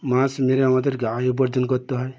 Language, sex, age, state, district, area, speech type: Bengali, male, 60+, West Bengal, Birbhum, urban, spontaneous